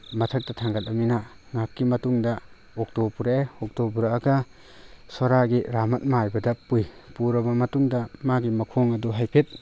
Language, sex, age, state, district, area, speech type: Manipuri, male, 18-30, Manipur, Tengnoupal, rural, spontaneous